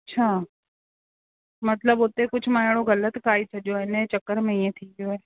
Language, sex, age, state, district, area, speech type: Sindhi, female, 30-45, Rajasthan, Ajmer, urban, conversation